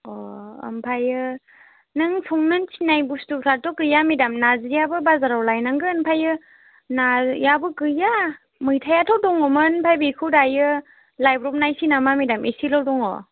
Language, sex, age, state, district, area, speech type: Bodo, female, 18-30, Assam, Chirang, urban, conversation